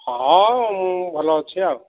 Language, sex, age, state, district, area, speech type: Odia, male, 45-60, Odisha, Kandhamal, rural, conversation